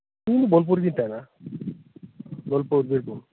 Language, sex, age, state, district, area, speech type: Santali, male, 30-45, West Bengal, Birbhum, rural, conversation